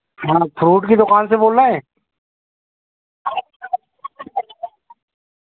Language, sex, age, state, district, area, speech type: Hindi, male, 45-60, Rajasthan, Bharatpur, urban, conversation